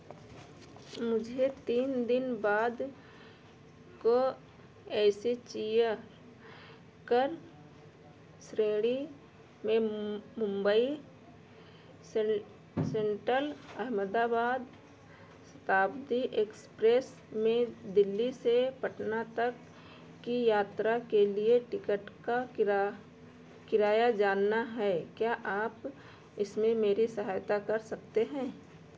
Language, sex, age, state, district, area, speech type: Hindi, female, 60+, Uttar Pradesh, Ayodhya, urban, read